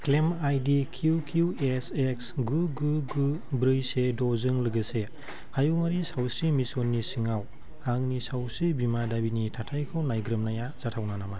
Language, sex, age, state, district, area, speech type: Bodo, male, 30-45, Assam, Kokrajhar, rural, read